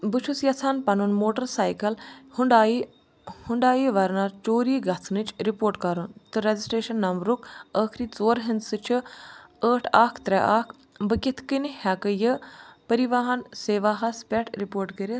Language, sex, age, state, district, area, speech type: Kashmiri, female, 30-45, Jammu and Kashmir, Ganderbal, rural, read